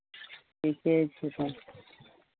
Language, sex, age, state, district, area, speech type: Maithili, female, 60+, Bihar, Madhepura, rural, conversation